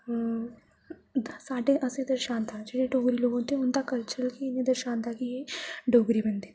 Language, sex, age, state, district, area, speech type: Dogri, female, 18-30, Jammu and Kashmir, Jammu, rural, spontaneous